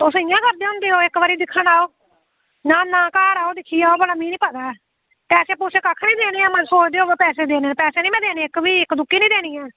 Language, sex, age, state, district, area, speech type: Dogri, female, 45-60, Jammu and Kashmir, Samba, rural, conversation